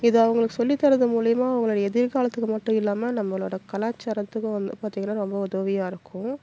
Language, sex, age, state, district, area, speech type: Tamil, female, 30-45, Tamil Nadu, Salem, rural, spontaneous